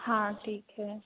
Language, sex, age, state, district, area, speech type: Hindi, female, 18-30, Madhya Pradesh, Hoshangabad, rural, conversation